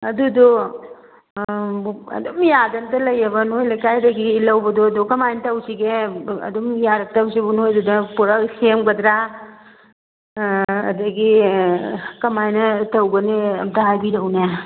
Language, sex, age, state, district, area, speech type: Manipuri, female, 45-60, Manipur, Churachandpur, rural, conversation